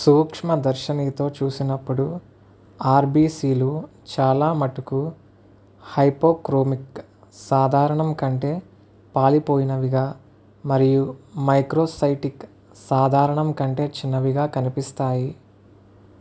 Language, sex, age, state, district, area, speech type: Telugu, male, 60+, Andhra Pradesh, Kakinada, rural, read